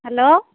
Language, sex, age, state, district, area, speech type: Assamese, female, 45-60, Assam, Darrang, rural, conversation